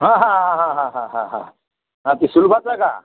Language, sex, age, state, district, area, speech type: Marathi, male, 60+, Maharashtra, Ahmednagar, urban, conversation